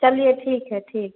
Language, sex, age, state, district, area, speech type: Hindi, female, 18-30, Bihar, Samastipur, urban, conversation